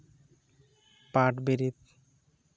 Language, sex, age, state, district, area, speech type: Santali, male, 18-30, West Bengal, Bankura, rural, spontaneous